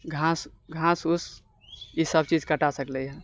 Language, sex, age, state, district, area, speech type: Maithili, male, 18-30, Bihar, Purnia, rural, spontaneous